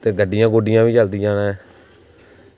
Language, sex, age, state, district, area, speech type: Dogri, male, 18-30, Jammu and Kashmir, Samba, rural, spontaneous